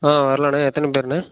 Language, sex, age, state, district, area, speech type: Tamil, male, 18-30, Tamil Nadu, Ariyalur, rural, conversation